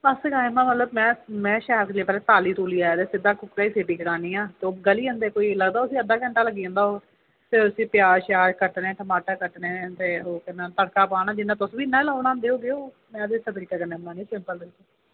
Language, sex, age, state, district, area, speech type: Dogri, female, 18-30, Jammu and Kashmir, Kathua, rural, conversation